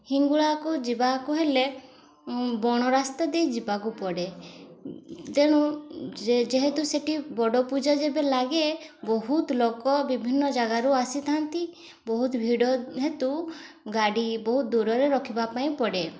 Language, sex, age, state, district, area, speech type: Odia, female, 18-30, Odisha, Mayurbhanj, rural, spontaneous